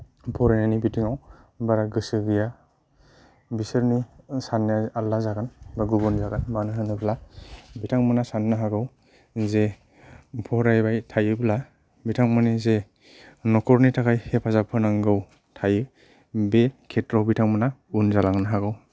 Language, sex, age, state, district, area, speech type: Bodo, male, 30-45, Assam, Kokrajhar, rural, spontaneous